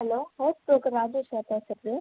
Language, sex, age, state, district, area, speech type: Tamil, female, 30-45, Tamil Nadu, Viluppuram, rural, conversation